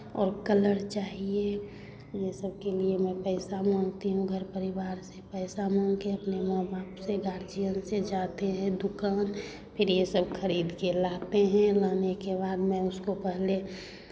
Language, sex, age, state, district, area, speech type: Hindi, female, 30-45, Bihar, Begusarai, rural, spontaneous